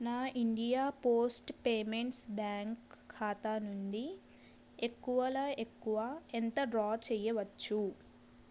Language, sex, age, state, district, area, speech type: Telugu, female, 45-60, Andhra Pradesh, East Godavari, rural, read